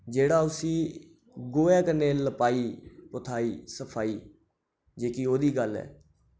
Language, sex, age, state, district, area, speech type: Dogri, male, 30-45, Jammu and Kashmir, Reasi, rural, spontaneous